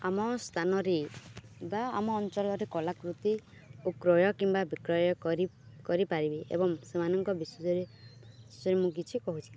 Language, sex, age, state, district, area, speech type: Odia, female, 18-30, Odisha, Balangir, urban, spontaneous